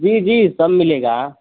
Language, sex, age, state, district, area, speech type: Hindi, male, 18-30, Uttar Pradesh, Ghazipur, urban, conversation